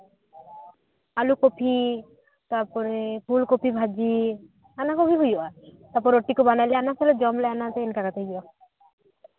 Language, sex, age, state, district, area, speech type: Santali, female, 18-30, West Bengal, Paschim Bardhaman, rural, conversation